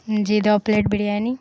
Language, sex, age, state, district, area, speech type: Urdu, female, 18-30, Bihar, Saharsa, rural, spontaneous